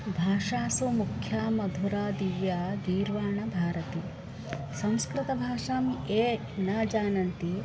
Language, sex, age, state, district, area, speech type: Sanskrit, female, 45-60, Karnataka, Bangalore Urban, urban, spontaneous